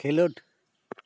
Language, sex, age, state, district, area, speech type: Santali, male, 45-60, West Bengal, Bankura, rural, read